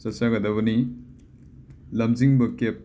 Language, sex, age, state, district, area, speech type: Manipuri, male, 18-30, Manipur, Imphal West, rural, spontaneous